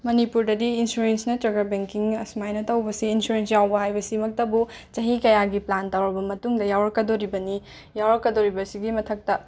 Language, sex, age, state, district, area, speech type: Manipuri, female, 45-60, Manipur, Imphal West, urban, spontaneous